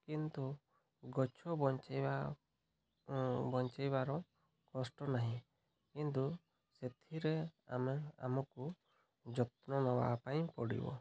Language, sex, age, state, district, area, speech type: Odia, male, 30-45, Odisha, Mayurbhanj, rural, spontaneous